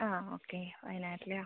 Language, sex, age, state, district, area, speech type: Malayalam, female, 45-60, Kerala, Kozhikode, urban, conversation